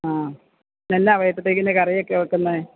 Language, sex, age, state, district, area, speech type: Malayalam, female, 60+, Kerala, Kottayam, urban, conversation